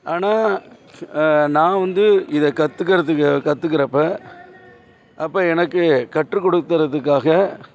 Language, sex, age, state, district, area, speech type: Tamil, male, 45-60, Tamil Nadu, Madurai, urban, spontaneous